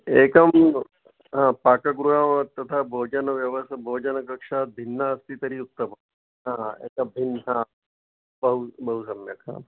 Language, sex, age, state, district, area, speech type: Sanskrit, male, 60+, Maharashtra, Wardha, urban, conversation